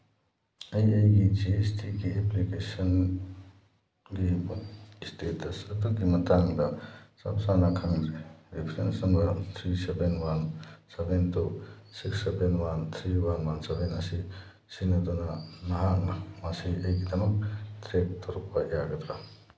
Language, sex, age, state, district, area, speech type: Manipuri, male, 60+, Manipur, Churachandpur, urban, read